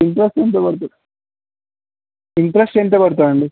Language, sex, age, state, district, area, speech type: Telugu, male, 30-45, Telangana, Kamareddy, urban, conversation